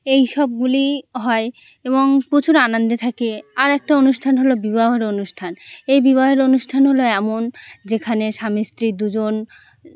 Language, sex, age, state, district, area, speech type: Bengali, female, 18-30, West Bengal, Birbhum, urban, spontaneous